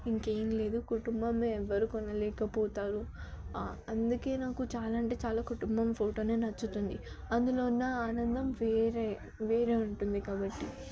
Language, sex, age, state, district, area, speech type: Telugu, female, 18-30, Telangana, Yadadri Bhuvanagiri, urban, spontaneous